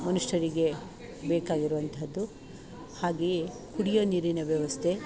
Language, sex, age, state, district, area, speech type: Kannada, female, 45-60, Karnataka, Chikkamagaluru, rural, spontaneous